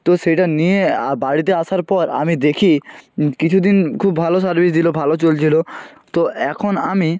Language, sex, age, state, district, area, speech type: Bengali, male, 45-60, West Bengal, Purba Medinipur, rural, spontaneous